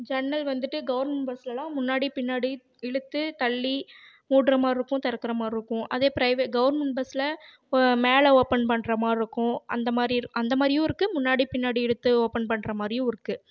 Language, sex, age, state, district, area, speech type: Tamil, female, 18-30, Tamil Nadu, Namakkal, urban, spontaneous